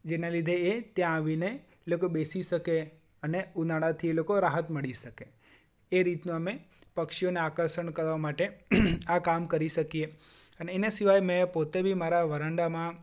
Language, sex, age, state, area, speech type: Gujarati, male, 18-30, Gujarat, urban, spontaneous